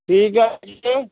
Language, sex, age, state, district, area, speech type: Bengali, male, 60+, West Bengal, Hooghly, rural, conversation